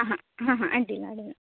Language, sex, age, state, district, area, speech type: Kannada, female, 30-45, Karnataka, Uttara Kannada, rural, conversation